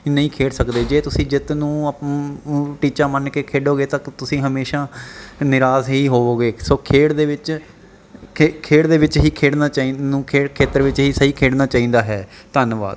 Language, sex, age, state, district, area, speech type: Punjabi, male, 30-45, Punjab, Bathinda, urban, spontaneous